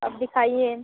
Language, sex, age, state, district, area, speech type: Hindi, female, 30-45, Uttar Pradesh, Mirzapur, rural, conversation